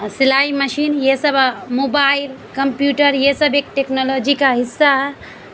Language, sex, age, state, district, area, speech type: Urdu, female, 30-45, Bihar, Supaul, rural, spontaneous